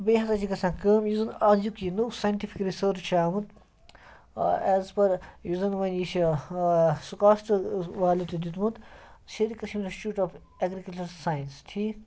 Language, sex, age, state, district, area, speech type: Kashmiri, male, 30-45, Jammu and Kashmir, Ganderbal, rural, spontaneous